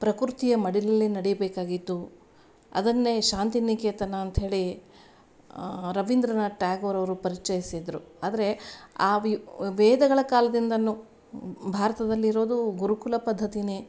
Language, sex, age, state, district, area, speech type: Kannada, female, 45-60, Karnataka, Gulbarga, urban, spontaneous